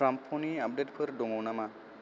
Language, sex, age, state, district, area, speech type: Bodo, male, 30-45, Assam, Chirang, rural, read